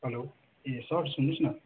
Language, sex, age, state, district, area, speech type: Nepali, male, 18-30, West Bengal, Darjeeling, rural, conversation